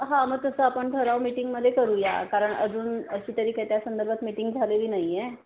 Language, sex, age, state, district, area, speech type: Marathi, female, 30-45, Maharashtra, Ratnagiri, rural, conversation